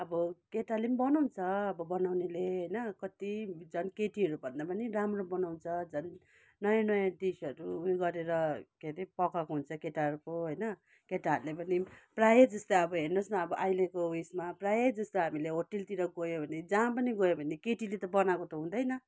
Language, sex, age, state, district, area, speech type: Nepali, female, 60+, West Bengal, Kalimpong, rural, spontaneous